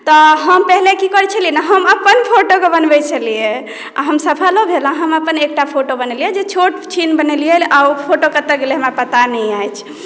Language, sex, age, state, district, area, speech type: Maithili, female, 18-30, Bihar, Madhubani, rural, spontaneous